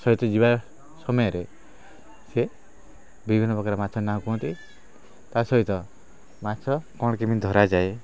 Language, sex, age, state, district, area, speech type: Odia, male, 30-45, Odisha, Kendrapara, urban, spontaneous